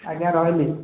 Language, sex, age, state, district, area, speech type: Odia, male, 18-30, Odisha, Puri, urban, conversation